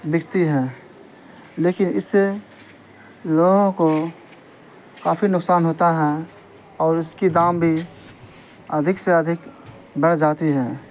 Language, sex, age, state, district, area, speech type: Urdu, male, 18-30, Bihar, Saharsa, rural, spontaneous